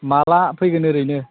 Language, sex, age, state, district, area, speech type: Bodo, male, 30-45, Assam, Chirang, rural, conversation